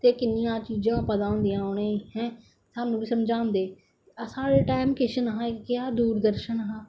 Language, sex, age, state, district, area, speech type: Dogri, female, 45-60, Jammu and Kashmir, Samba, rural, spontaneous